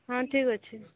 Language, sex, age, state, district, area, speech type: Odia, female, 30-45, Odisha, Subarnapur, urban, conversation